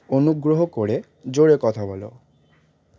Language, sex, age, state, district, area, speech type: Bengali, male, 18-30, West Bengal, Malda, rural, read